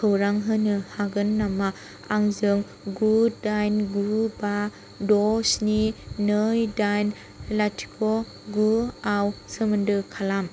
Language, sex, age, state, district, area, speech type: Bodo, female, 18-30, Assam, Kokrajhar, rural, read